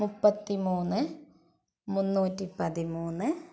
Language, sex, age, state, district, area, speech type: Malayalam, female, 30-45, Kerala, Malappuram, rural, spontaneous